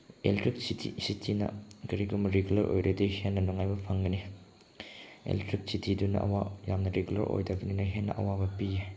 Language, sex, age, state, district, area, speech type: Manipuri, male, 18-30, Manipur, Chandel, rural, spontaneous